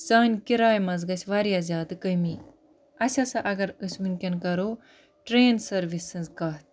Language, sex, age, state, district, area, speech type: Kashmiri, female, 30-45, Jammu and Kashmir, Baramulla, rural, spontaneous